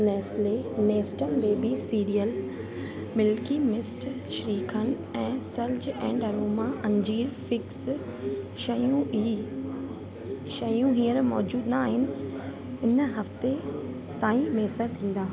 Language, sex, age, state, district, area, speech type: Sindhi, female, 30-45, Uttar Pradesh, Lucknow, rural, read